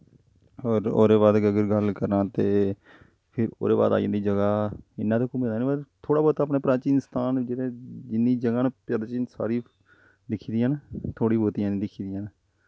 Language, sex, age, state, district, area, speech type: Dogri, male, 30-45, Jammu and Kashmir, Jammu, rural, spontaneous